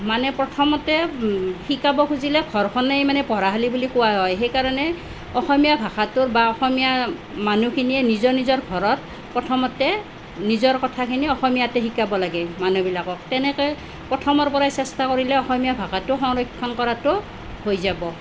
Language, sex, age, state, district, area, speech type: Assamese, female, 45-60, Assam, Nalbari, rural, spontaneous